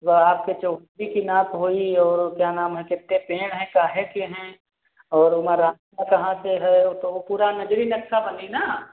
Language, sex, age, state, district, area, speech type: Hindi, male, 45-60, Uttar Pradesh, Sitapur, rural, conversation